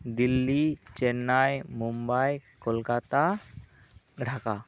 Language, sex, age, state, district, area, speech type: Santali, male, 18-30, West Bengal, Birbhum, rural, spontaneous